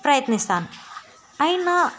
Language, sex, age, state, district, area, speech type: Telugu, female, 18-30, Telangana, Yadadri Bhuvanagiri, urban, spontaneous